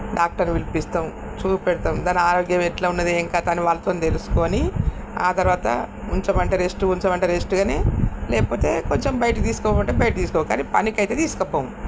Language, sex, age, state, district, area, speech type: Telugu, female, 60+, Telangana, Peddapalli, rural, spontaneous